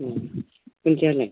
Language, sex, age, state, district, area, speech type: Bodo, female, 60+, Assam, Udalguri, rural, conversation